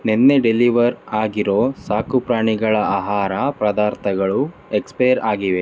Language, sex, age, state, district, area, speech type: Kannada, male, 30-45, Karnataka, Davanagere, rural, read